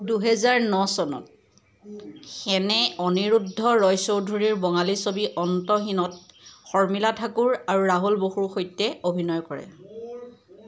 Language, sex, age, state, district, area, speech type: Assamese, female, 30-45, Assam, Charaideo, urban, read